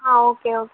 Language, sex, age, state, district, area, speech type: Tamil, female, 18-30, Tamil Nadu, Chennai, urban, conversation